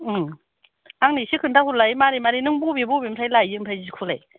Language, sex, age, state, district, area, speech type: Bodo, female, 45-60, Assam, Kokrajhar, urban, conversation